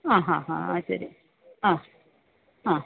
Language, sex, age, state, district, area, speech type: Malayalam, female, 45-60, Kerala, Alappuzha, urban, conversation